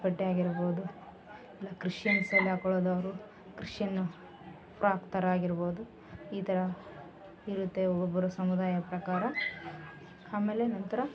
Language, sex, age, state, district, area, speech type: Kannada, female, 18-30, Karnataka, Vijayanagara, rural, spontaneous